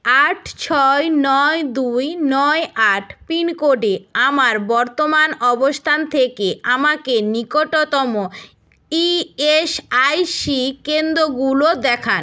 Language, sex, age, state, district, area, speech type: Bengali, female, 60+, West Bengal, Nadia, rural, read